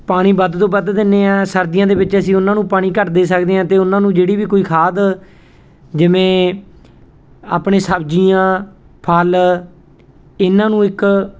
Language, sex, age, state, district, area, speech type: Punjabi, male, 30-45, Punjab, Mansa, urban, spontaneous